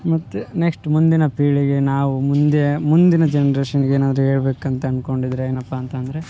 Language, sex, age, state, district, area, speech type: Kannada, male, 18-30, Karnataka, Vijayanagara, rural, spontaneous